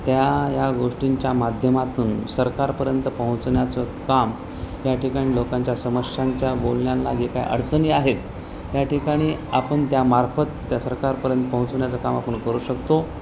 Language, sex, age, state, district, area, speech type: Marathi, male, 30-45, Maharashtra, Nanded, urban, spontaneous